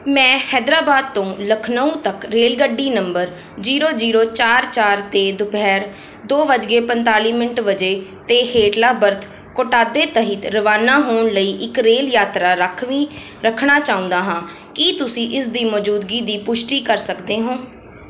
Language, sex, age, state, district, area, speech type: Punjabi, female, 18-30, Punjab, Kapurthala, rural, read